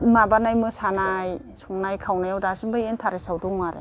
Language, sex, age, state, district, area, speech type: Bodo, female, 60+, Assam, Udalguri, rural, spontaneous